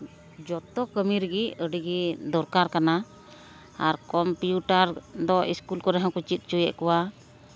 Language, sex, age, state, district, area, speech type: Santali, female, 45-60, West Bengal, Uttar Dinajpur, rural, spontaneous